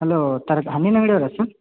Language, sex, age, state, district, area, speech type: Kannada, male, 18-30, Karnataka, Bagalkot, rural, conversation